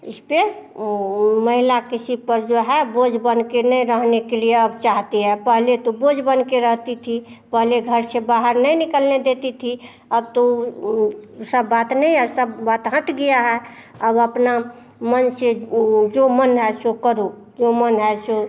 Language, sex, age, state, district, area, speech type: Hindi, female, 45-60, Bihar, Madhepura, rural, spontaneous